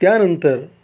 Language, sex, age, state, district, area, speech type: Marathi, male, 45-60, Maharashtra, Satara, rural, spontaneous